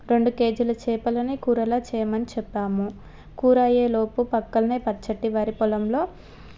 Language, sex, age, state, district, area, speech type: Telugu, female, 18-30, Telangana, Suryapet, urban, spontaneous